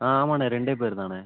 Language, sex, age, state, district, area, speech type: Tamil, male, 18-30, Tamil Nadu, Ariyalur, rural, conversation